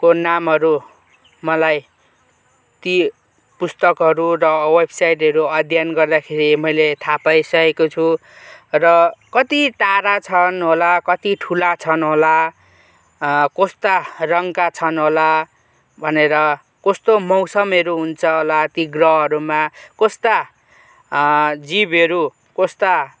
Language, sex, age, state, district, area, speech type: Nepali, male, 18-30, West Bengal, Kalimpong, rural, spontaneous